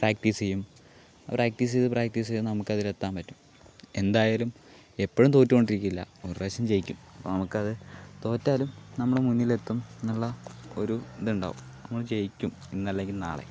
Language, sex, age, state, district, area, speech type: Malayalam, male, 18-30, Kerala, Palakkad, urban, spontaneous